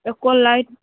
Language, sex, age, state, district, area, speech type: Maithili, female, 18-30, Bihar, Begusarai, rural, conversation